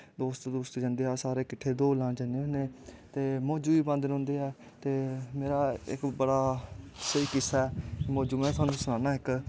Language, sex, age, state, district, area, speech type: Dogri, male, 18-30, Jammu and Kashmir, Kathua, rural, spontaneous